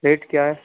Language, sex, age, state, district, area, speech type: Hindi, male, 30-45, Madhya Pradesh, Hoshangabad, rural, conversation